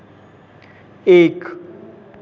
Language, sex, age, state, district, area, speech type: Hindi, male, 18-30, Madhya Pradesh, Hoshangabad, urban, read